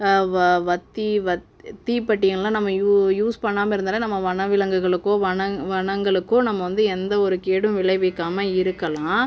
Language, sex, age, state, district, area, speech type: Tamil, male, 45-60, Tamil Nadu, Cuddalore, rural, spontaneous